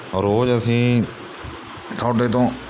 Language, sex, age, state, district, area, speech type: Punjabi, male, 30-45, Punjab, Mohali, rural, spontaneous